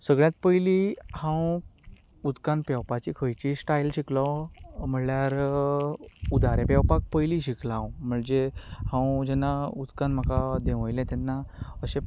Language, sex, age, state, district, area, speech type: Goan Konkani, male, 30-45, Goa, Canacona, rural, spontaneous